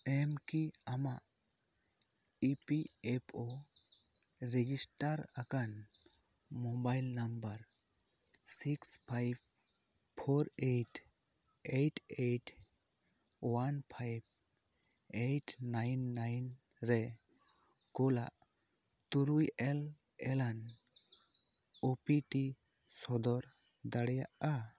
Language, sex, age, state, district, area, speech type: Santali, male, 30-45, West Bengal, Bankura, rural, read